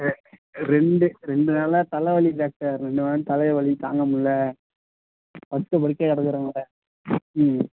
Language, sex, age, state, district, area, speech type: Tamil, male, 18-30, Tamil Nadu, Thanjavur, urban, conversation